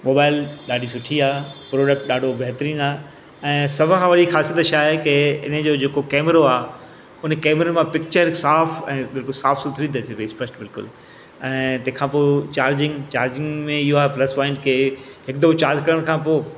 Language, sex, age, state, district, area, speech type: Sindhi, male, 60+, Madhya Pradesh, Katni, urban, spontaneous